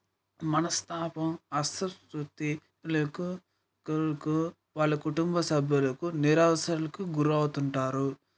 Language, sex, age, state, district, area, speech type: Telugu, male, 18-30, Andhra Pradesh, Nellore, rural, spontaneous